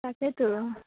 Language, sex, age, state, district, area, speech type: Assamese, female, 18-30, Assam, Nalbari, rural, conversation